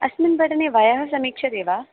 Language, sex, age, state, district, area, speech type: Sanskrit, female, 18-30, Kerala, Thrissur, urban, conversation